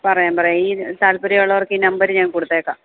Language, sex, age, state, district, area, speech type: Malayalam, female, 30-45, Kerala, Kottayam, urban, conversation